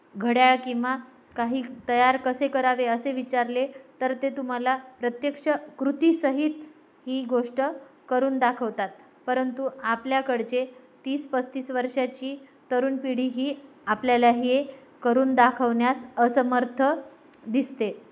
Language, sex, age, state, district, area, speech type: Marathi, female, 45-60, Maharashtra, Nanded, rural, spontaneous